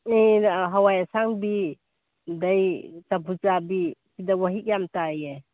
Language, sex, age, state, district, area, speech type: Manipuri, female, 45-60, Manipur, Churachandpur, urban, conversation